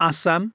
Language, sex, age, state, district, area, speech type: Nepali, male, 45-60, West Bengal, Kalimpong, rural, spontaneous